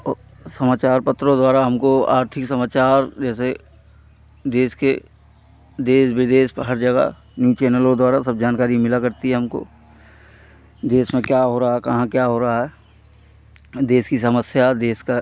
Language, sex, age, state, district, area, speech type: Hindi, male, 45-60, Uttar Pradesh, Hardoi, rural, spontaneous